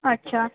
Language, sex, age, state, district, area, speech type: Urdu, female, 18-30, Uttar Pradesh, Gautam Buddha Nagar, urban, conversation